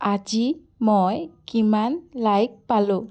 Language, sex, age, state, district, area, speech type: Assamese, female, 18-30, Assam, Biswanath, rural, read